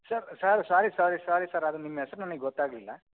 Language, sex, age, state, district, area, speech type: Kannada, male, 30-45, Karnataka, Bellary, urban, conversation